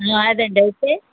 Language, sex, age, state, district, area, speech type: Telugu, female, 60+, Andhra Pradesh, West Godavari, rural, conversation